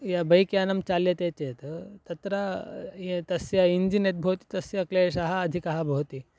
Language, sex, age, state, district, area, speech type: Sanskrit, male, 18-30, Karnataka, Chikkaballapur, rural, spontaneous